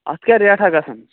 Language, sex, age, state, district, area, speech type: Kashmiri, male, 18-30, Jammu and Kashmir, Kulgam, rural, conversation